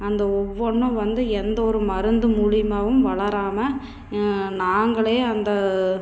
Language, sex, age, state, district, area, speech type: Tamil, female, 30-45, Tamil Nadu, Tiruppur, rural, spontaneous